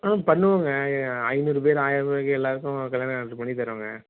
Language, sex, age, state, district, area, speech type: Tamil, male, 18-30, Tamil Nadu, Nagapattinam, rural, conversation